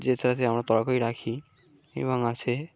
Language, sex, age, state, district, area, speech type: Bengali, male, 18-30, West Bengal, Birbhum, urban, spontaneous